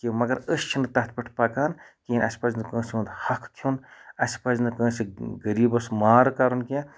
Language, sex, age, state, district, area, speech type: Kashmiri, male, 30-45, Jammu and Kashmir, Ganderbal, rural, spontaneous